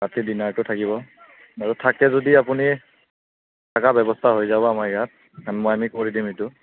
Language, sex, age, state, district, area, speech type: Assamese, male, 18-30, Assam, Kamrup Metropolitan, rural, conversation